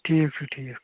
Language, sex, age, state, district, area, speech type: Kashmiri, male, 18-30, Jammu and Kashmir, Anantnag, rural, conversation